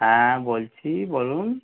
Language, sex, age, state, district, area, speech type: Bengali, male, 45-60, West Bengal, North 24 Parganas, urban, conversation